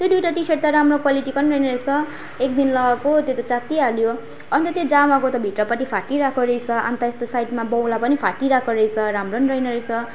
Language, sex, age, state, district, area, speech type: Nepali, female, 18-30, West Bengal, Darjeeling, rural, spontaneous